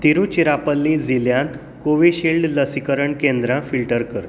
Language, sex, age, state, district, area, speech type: Goan Konkani, male, 30-45, Goa, Tiswadi, rural, read